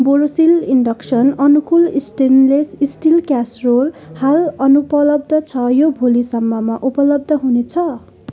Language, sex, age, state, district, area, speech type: Nepali, female, 18-30, West Bengal, Darjeeling, rural, read